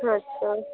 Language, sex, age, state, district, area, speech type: Maithili, female, 30-45, Bihar, Madhepura, rural, conversation